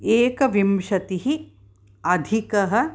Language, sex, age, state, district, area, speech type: Sanskrit, female, 60+, Karnataka, Mysore, urban, spontaneous